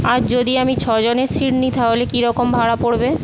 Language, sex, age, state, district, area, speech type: Bengali, female, 45-60, West Bengal, Paschim Medinipur, rural, spontaneous